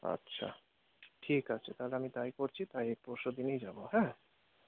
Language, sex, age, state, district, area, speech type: Bengali, male, 60+, West Bengal, Paschim Bardhaman, urban, conversation